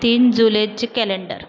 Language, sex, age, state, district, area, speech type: Marathi, female, 30-45, Maharashtra, Nagpur, urban, read